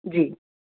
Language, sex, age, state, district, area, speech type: Urdu, female, 18-30, Uttar Pradesh, Ghaziabad, urban, conversation